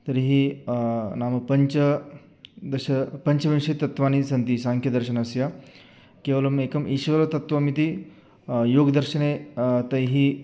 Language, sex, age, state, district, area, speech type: Sanskrit, male, 30-45, Maharashtra, Sangli, urban, spontaneous